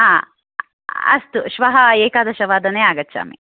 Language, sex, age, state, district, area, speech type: Sanskrit, female, 30-45, Karnataka, Chikkamagaluru, rural, conversation